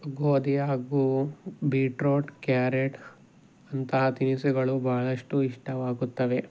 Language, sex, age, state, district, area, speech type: Kannada, male, 18-30, Karnataka, Tumkur, rural, spontaneous